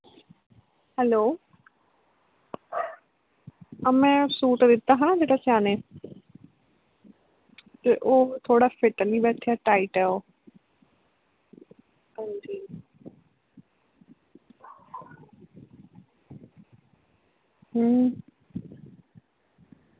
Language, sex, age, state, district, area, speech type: Dogri, female, 30-45, Jammu and Kashmir, Kathua, rural, conversation